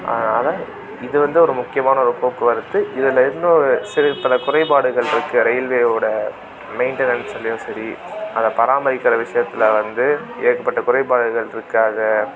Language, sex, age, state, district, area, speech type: Tamil, male, 18-30, Tamil Nadu, Tiruvannamalai, rural, spontaneous